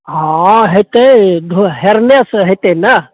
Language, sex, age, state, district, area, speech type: Maithili, male, 45-60, Bihar, Saharsa, rural, conversation